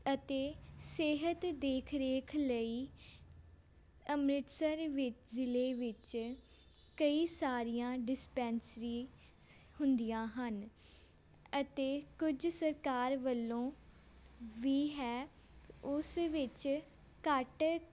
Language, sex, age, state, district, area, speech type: Punjabi, female, 18-30, Punjab, Amritsar, urban, spontaneous